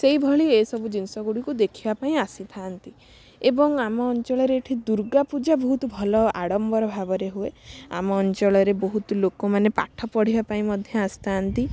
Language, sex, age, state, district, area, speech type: Odia, female, 30-45, Odisha, Kalahandi, rural, spontaneous